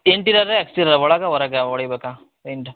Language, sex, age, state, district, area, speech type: Kannada, male, 30-45, Karnataka, Shimoga, urban, conversation